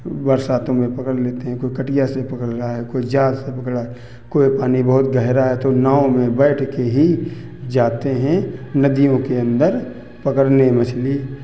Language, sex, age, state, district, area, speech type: Hindi, male, 45-60, Uttar Pradesh, Hardoi, rural, spontaneous